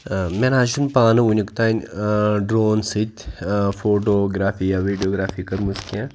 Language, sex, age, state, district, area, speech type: Kashmiri, male, 30-45, Jammu and Kashmir, Pulwama, urban, spontaneous